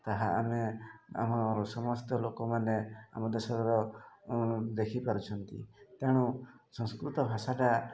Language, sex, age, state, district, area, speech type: Odia, male, 45-60, Odisha, Mayurbhanj, rural, spontaneous